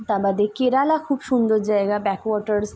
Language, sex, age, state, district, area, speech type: Bengali, female, 18-30, West Bengal, Kolkata, urban, spontaneous